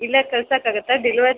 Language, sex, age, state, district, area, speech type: Kannada, female, 18-30, Karnataka, Chamarajanagar, rural, conversation